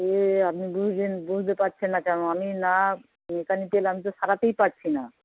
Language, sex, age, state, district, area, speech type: Bengali, female, 60+, West Bengal, Dakshin Dinajpur, rural, conversation